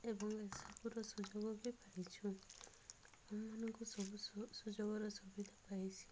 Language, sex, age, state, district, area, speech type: Odia, female, 30-45, Odisha, Rayagada, rural, spontaneous